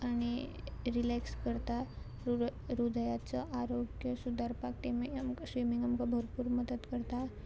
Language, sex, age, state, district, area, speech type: Goan Konkani, female, 18-30, Goa, Murmgao, urban, spontaneous